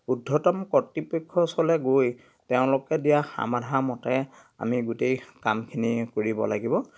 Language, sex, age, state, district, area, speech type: Assamese, male, 45-60, Assam, Dhemaji, rural, spontaneous